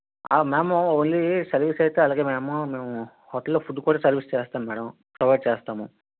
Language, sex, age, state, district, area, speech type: Telugu, male, 45-60, Andhra Pradesh, Vizianagaram, rural, conversation